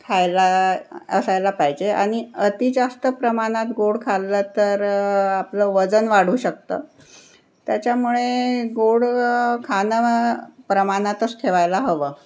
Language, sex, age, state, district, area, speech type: Marathi, female, 60+, Maharashtra, Nagpur, urban, spontaneous